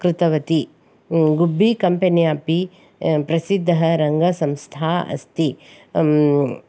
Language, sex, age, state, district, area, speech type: Sanskrit, female, 45-60, Karnataka, Bangalore Urban, urban, spontaneous